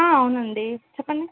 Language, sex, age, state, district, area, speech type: Telugu, female, 18-30, Andhra Pradesh, Kurnool, urban, conversation